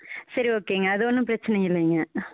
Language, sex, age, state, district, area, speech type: Tamil, female, 30-45, Tamil Nadu, Erode, rural, conversation